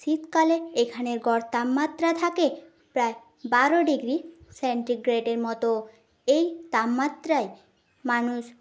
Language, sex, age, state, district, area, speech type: Bengali, female, 18-30, West Bengal, Jhargram, rural, spontaneous